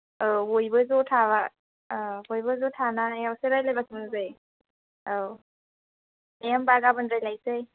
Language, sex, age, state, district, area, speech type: Bodo, female, 18-30, Assam, Kokrajhar, rural, conversation